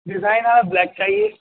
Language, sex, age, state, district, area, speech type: Urdu, male, 18-30, Uttar Pradesh, Rampur, urban, conversation